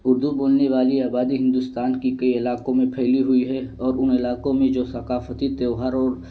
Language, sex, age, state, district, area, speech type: Urdu, male, 18-30, Uttar Pradesh, Balrampur, rural, spontaneous